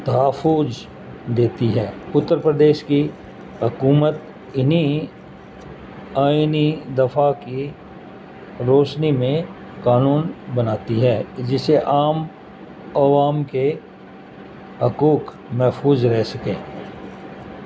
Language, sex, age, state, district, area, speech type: Urdu, male, 60+, Uttar Pradesh, Gautam Buddha Nagar, urban, spontaneous